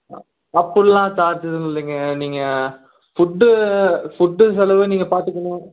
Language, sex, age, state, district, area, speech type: Tamil, male, 18-30, Tamil Nadu, Namakkal, urban, conversation